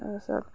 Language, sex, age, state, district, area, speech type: Assamese, female, 60+, Assam, Dibrugarh, rural, spontaneous